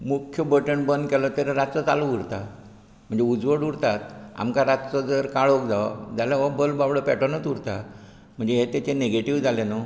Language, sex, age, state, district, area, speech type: Goan Konkani, male, 60+, Goa, Bardez, rural, spontaneous